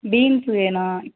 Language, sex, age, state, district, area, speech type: Tamil, female, 45-60, Tamil Nadu, Thanjavur, rural, conversation